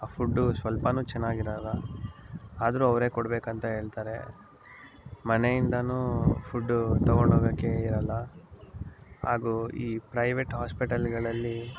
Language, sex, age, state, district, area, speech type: Kannada, male, 18-30, Karnataka, Mysore, urban, spontaneous